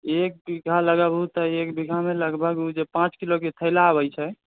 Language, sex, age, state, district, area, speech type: Maithili, male, 18-30, Bihar, Purnia, rural, conversation